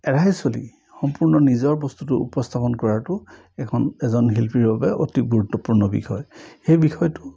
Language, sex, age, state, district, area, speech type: Assamese, male, 60+, Assam, Charaideo, urban, spontaneous